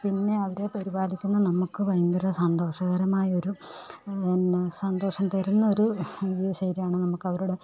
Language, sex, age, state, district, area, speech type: Malayalam, female, 30-45, Kerala, Pathanamthitta, rural, spontaneous